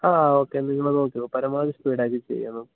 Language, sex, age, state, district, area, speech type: Malayalam, male, 18-30, Kerala, Wayanad, rural, conversation